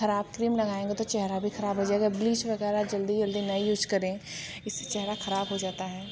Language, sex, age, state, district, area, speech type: Hindi, female, 45-60, Uttar Pradesh, Mirzapur, rural, spontaneous